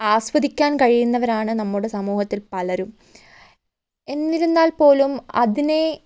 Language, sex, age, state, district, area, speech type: Malayalam, female, 30-45, Kerala, Wayanad, rural, spontaneous